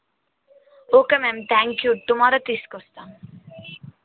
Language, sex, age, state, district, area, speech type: Telugu, female, 18-30, Telangana, Yadadri Bhuvanagiri, urban, conversation